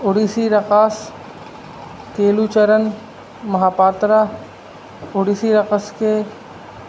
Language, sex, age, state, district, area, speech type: Urdu, male, 30-45, Uttar Pradesh, Rampur, urban, spontaneous